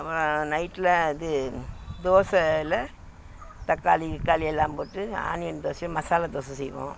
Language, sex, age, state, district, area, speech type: Tamil, female, 60+, Tamil Nadu, Thanjavur, rural, spontaneous